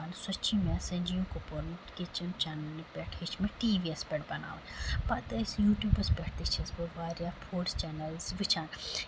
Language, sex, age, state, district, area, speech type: Kashmiri, female, 18-30, Jammu and Kashmir, Ganderbal, rural, spontaneous